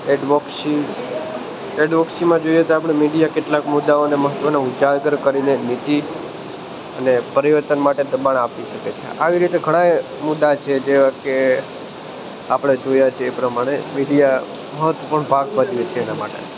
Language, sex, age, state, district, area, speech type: Gujarati, male, 18-30, Gujarat, Junagadh, urban, spontaneous